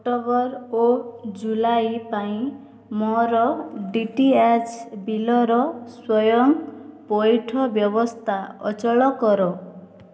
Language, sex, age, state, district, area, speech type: Odia, female, 18-30, Odisha, Boudh, rural, read